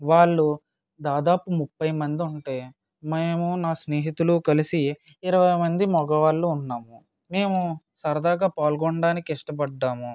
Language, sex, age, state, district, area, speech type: Telugu, male, 18-30, Andhra Pradesh, Eluru, rural, spontaneous